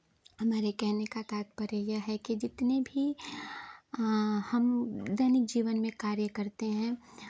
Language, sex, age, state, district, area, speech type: Hindi, female, 18-30, Uttar Pradesh, Chandauli, urban, spontaneous